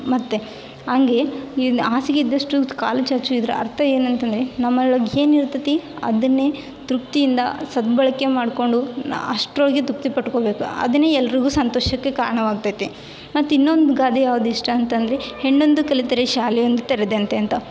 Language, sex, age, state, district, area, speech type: Kannada, female, 18-30, Karnataka, Yadgir, urban, spontaneous